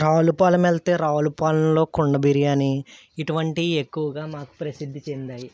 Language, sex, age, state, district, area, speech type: Telugu, male, 18-30, Andhra Pradesh, Eluru, rural, spontaneous